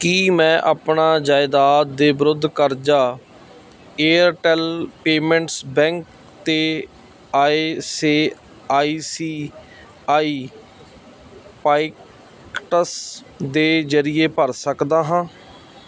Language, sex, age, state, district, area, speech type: Punjabi, male, 30-45, Punjab, Ludhiana, rural, read